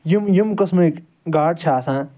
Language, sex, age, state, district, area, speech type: Kashmiri, male, 45-60, Jammu and Kashmir, Ganderbal, urban, spontaneous